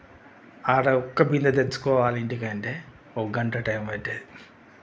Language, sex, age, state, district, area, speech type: Telugu, male, 45-60, Telangana, Mancherial, rural, spontaneous